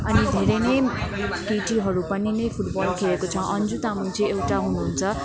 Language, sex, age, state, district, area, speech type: Nepali, female, 18-30, West Bengal, Kalimpong, rural, spontaneous